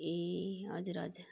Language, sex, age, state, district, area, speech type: Nepali, female, 45-60, West Bengal, Darjeeling, rural, spontaneous